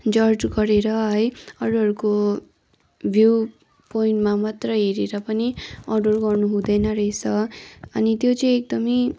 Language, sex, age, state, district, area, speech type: Nepali, female, 18-30, West Bengal, Kalimpong, rural, spontaneous